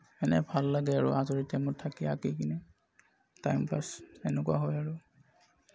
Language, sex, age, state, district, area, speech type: Assamese, male, 30-45, Assam, Darrang, rural, spontaneous